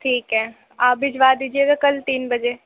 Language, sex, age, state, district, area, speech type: Urdu, female, 18-30, Uttar Pradesh, Gautam Buddha Nagar, rural, conversation